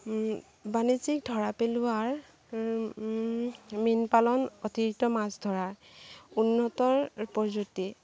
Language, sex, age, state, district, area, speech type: Assamese, female, 45-60, Assam, Morigaon, rural, spontaneous